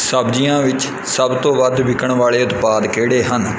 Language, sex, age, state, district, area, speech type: Punjabi, male, 30-45, Punjab, Kapurthala, rural, read